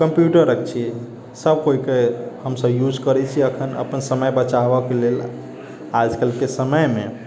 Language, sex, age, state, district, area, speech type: Maithili, male, 18-30, Bihar, Sitamarhi, urban, spontaneous